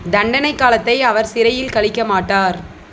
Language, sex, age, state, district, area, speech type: Tamil, female, 30-45, Tamil Nadu, Dharmapuri, rural, read